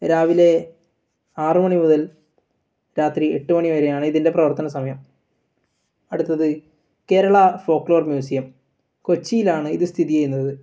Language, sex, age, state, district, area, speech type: Malayalam, male, 18-30, Kerala, Kannur, rural, spontaneous